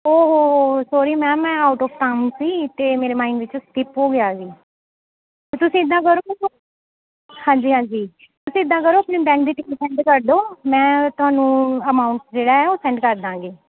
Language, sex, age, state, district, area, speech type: Punjabi, female, 18-30, Punjab, Pathankot, rural, conversation